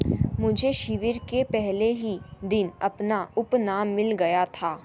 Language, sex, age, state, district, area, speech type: Hindi, female, 18-30, Madhya Pradesh, Ujjain, urban, read